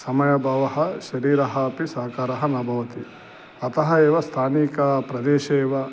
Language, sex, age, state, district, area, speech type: Sanskrit, male, 45-60, Telangana, Karimnagar, urban, spontaneous